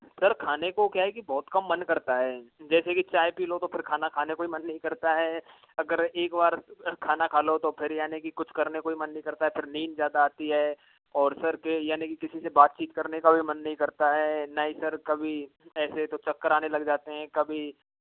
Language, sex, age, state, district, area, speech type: Hindi, male, 45-60, Rajasthan, Karauli, rural, conversation